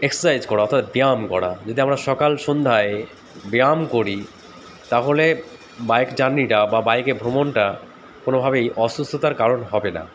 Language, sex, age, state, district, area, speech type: Bengali, male, 30-45, West Bengal, Dakshin Dinajpur, urban, spontaneous